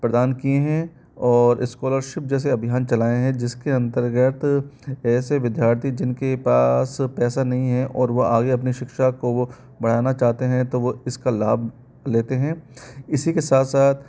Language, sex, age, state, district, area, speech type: Hindi, male, 18-30, Rajasthan, Jaipur, urban, spontaneous